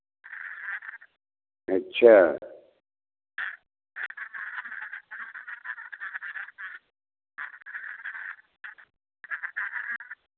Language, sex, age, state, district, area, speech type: Hindi, male, 60+, Uttar Pradesh, Varanasi, rural, conversation